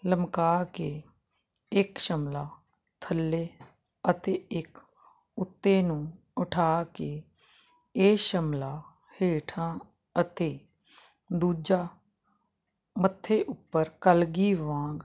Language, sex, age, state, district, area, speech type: Punjabi, female, 45-60, Punjab, Jalandhar, rural, spontaneous